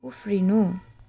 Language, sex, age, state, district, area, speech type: Nepali, female, 45-60, West Bengal, Darjeeling, rural, read